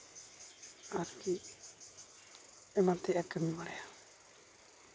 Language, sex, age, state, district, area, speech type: Santali, male, 18-30, West Bengal, Uttar Dinajpur, rural, spontaneous